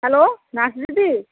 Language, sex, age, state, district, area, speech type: Bengali, female, 30-45, West Bengal, Paschim Medinipur, rural, conversation